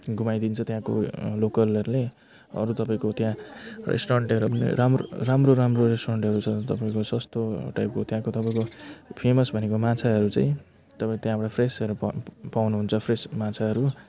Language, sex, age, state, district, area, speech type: Nepali, male, 30-45, West Bengal, Jalpaiguri, rural, spontaneous